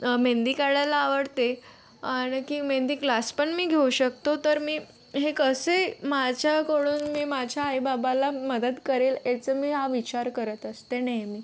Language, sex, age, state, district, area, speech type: Marathi, female, 30-45, Maharashtra, Yavatmal, rural, spontaneous